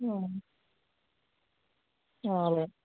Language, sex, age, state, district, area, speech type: Telugu, male, 18-30, Andhra Pradesh, Anakapalli, rural, conversation